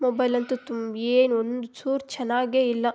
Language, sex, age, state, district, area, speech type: Kannada, female, 18-30, Karnataka, Kolar, rural, spontaneous